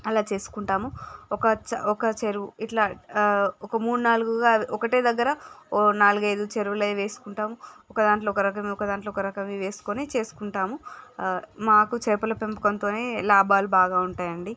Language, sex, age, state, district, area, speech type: Telugu, female, 18-30, Andhra Pradesh, Srikakulam, urban, spontaneous